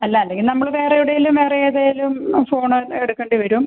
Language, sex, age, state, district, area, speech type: Malayalam, female, 45-60, Kerala, Malappuram, rural, conversation